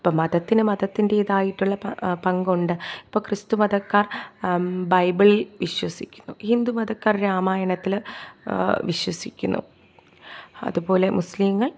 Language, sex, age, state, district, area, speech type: Malayalam, female, 30-45, Kerala, Thiruvananthapuram, urban, spontaneous